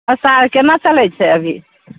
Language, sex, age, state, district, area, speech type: Maithili, female, 45-60, Bihar, Begusarai, urban, conversation